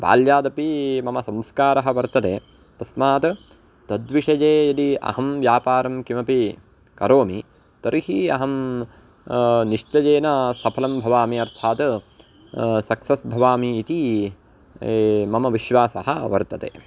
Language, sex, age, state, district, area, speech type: Sanskrit, male, 18-30, Karnataka, Uttara Kannada, rural, spontaneous